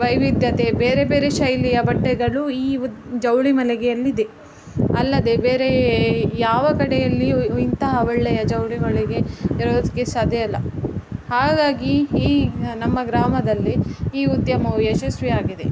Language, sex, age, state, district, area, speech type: Kannada, female, 30-45, Karnataka, Udupi, rural, spontaneous